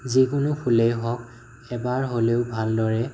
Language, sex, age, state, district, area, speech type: Assamese, male, 18-30, Assam, Morigaon, rural, spontaneous